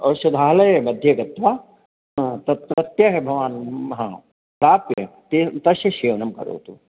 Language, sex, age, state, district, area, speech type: Sanskrit, male, 60+, Uttar Pradesh, Ayodhya, urban, conversation